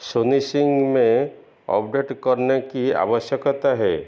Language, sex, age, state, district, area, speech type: Hindi, male, 45-60, Madhya Pradesh, Chhindwara, rural, read